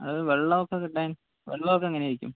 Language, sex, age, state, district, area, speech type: Malayalam, male, 45-60, Kerala, Palakkad, urban, conversation